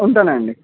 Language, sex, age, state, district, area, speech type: Telugu, male, 18-30, Telangana, Sangareddy, rural, conversation